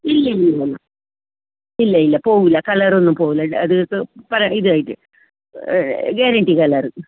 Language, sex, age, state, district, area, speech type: Malayalam, female, 60+, Kerala, Kasaragod, rural, conversation